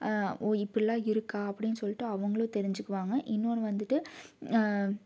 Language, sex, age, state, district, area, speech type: Tamil, female, 18-30, Tamil Nadu, Tiruppur, rural, spontaneous